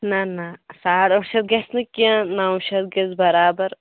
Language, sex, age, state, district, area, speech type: Kashmiri, female, 18-30, Jammu and Kashmir, Kulgam, rural, conversation